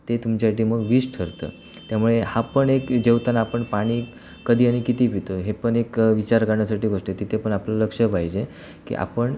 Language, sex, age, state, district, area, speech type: Marathi, male, 30-45, Maharashtra, Sindhudurg, rural, spontaneous